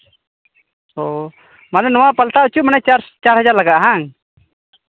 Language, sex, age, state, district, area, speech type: Santali, male, 18-30, West Bengal, Malda, rural, conversation